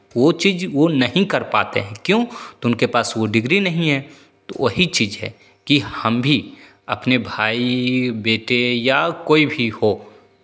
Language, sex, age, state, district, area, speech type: Hindi, male, 30-45, Bihar, Begusarai, rural, spontaneous